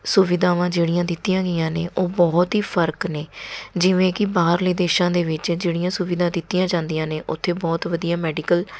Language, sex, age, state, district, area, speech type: Punjabi, female, 30-45, Punjab, Mohali, urban, spontaneous